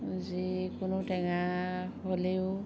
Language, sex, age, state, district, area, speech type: Assamese, female, 45-60, Assam, Dhemaji, rural, spontaneous